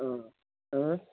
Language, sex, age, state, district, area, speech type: Kashmiri, male, 18-30, Jammu and Kashmir, Srinagar, urban, conversation